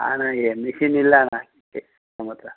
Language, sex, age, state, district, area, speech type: Kannada, male, 60+, Karnataka, Shimoga, urban, conversation